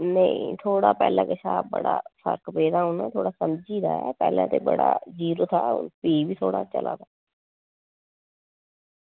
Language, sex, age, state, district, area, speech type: Dogri, female, 18-30, Jammu and Kashmir, Udhampur, rural, conversation